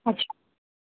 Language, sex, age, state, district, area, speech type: Sindhi, female, 30-45, Gujarat, Kutch, rural, conversation